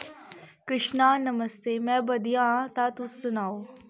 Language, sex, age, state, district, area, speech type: Dogri, female, 18-30, Jammu and Kashmir, Kathua, rural, read